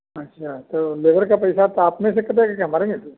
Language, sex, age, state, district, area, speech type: Hindi, male, 60+, Uttar Pradesh, Azamgarh, rural, conversation